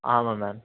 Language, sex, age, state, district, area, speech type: Tamil, male, 18-30, Tamil Nadu, Nilgiris, urban, conversation